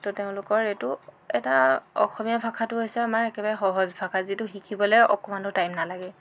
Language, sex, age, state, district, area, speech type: Assamese, female, 18-30, Assam, Jorhat, urban, spontaneous